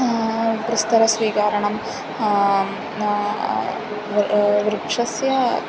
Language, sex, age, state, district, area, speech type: Sanskrit, female, 18-30, Kerala, Thrissur, rural, spontaneous